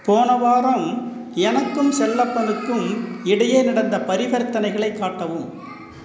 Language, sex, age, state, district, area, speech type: Tamil, male, 45-60, Tamil Nadu, Cuddalore, urban, read